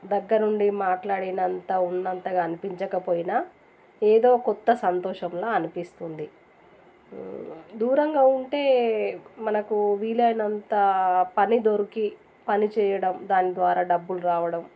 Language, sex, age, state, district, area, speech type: Telugu, female, 30-45, Telangana, Warangal, rural, spontaneous